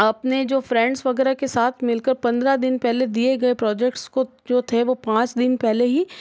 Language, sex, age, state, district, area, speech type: Hindi, female, 18-30, Rajasthan, Jodhpur, urban, spontaneous